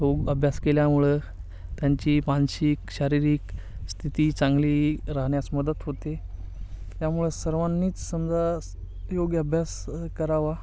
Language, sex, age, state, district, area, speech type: Marathi, male, 18-30, Maharashtra, Hingoli, urban, spontaneous